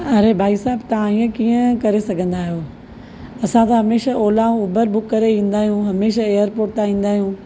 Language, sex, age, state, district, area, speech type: Sindhi, female, 45-60, Maharashtra, Thane, urban, spontaneous